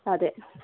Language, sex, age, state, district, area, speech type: Malayalam, female, 18-30, Kerala, Kozhikode, rural, conversation